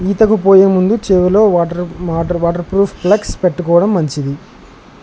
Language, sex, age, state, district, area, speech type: Telugu, male, 18-30, Andhra Pradesh, Nandyal, urban, spontaneous